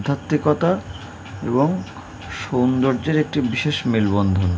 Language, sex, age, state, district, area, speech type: Bengali, male, 30-45, West Bengal, Howrah, urban, spontaneous